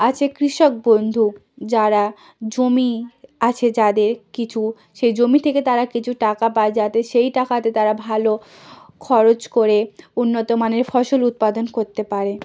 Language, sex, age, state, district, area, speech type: Bengali, female, 30-45, West Bengal, South 24 Parganas, rural, spontaneous